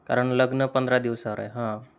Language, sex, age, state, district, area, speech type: Marathi, male, 30-45, Maharashtra, Osmanabad, rural, spontaneous